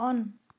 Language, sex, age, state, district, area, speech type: Assamese, female, 30-45, Assam, Dhemaji, urban, read